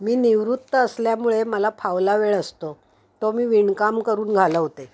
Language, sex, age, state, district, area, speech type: Marathi, female, 60+, Maharashtra, Thane, urban, spontaneous